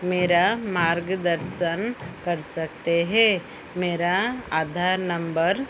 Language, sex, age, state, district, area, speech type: Hindi, female, 45-60, Madhya Pradesh, Chhindwara, rural, read